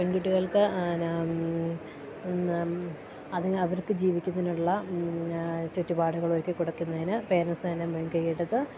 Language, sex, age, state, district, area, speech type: Malayalam, female, 30-45, Kerala, Idukki, rural, spontaneous